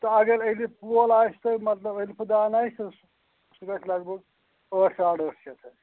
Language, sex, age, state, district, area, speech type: Kashmiri, male, 45-60, Jammu and Kashmir, Anantnag, rural, conversation